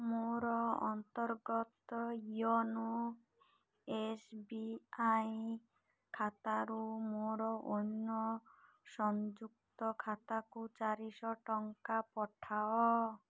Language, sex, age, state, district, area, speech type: Odia, female, 30-45, Odisha, Malkangiri, urban, read